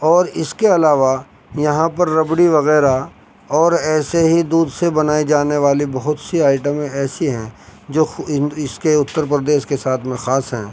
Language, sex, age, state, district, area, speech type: Urdu, male, 30-45, Uttar Pradesh, Saharanpur, urban, spontaneous